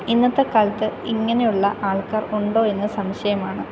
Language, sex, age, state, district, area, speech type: Malayalam, female, 18-30, Kerala, Kottayam, rural, spontaneous